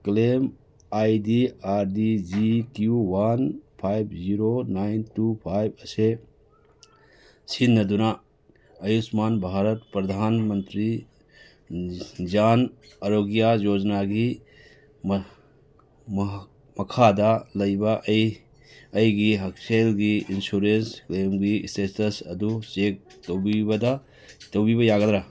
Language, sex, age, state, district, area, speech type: Manipuri, male, 60+, Manipur, Churachandpur, urban, read